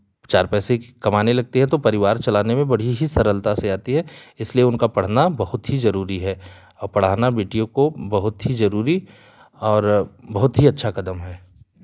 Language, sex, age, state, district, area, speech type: Hindi, male, 30-45, Uttar Pradesh, Jaunpur, rural, spontaneous